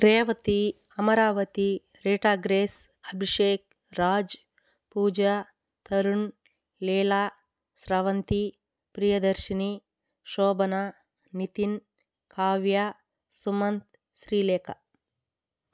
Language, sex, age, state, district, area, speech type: Telugu, female, 30-45, Andhra Pradesh, Kadapa, rural, spontaneous